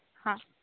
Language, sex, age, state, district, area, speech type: Gujarati, female, 18-30, Gujarat, Rajkot, rural, conversation